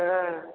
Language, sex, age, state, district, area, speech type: Maithili, female, 60+, Bihar, Samastipur, rural, conversation